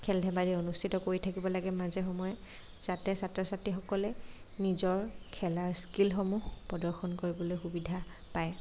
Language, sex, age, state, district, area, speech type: Assamese, female, 30-45, Assam, Morigaon, rural, spontaneous